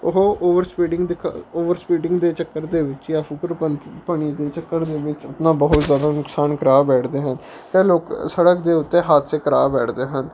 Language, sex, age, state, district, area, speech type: Punjabi, male, 18-30, Punjab, Patiala, urban, spontaneous